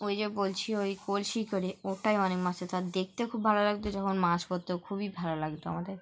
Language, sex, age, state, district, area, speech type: Bengali, female, 18-30, West Bengal, Dakshin Dinajpur, urban, spontaneous